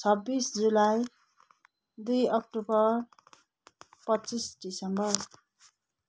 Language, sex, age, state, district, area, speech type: Nepali, female, 45-60, West Bengal, Darjeeling, rural, spontaneous